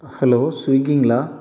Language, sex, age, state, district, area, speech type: Tamil, male, 30-45, Tamil Nadu, Salem, rural, spontaneous